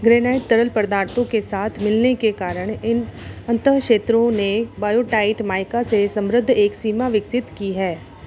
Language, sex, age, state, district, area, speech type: Hindi, female, 60+, Rajasthan, Jodhpur, urban, read